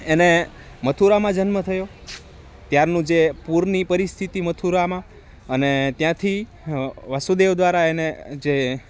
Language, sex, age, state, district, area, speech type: Gujarati, male, 30-45, Gujarat, Rajkot, rural, spontaneous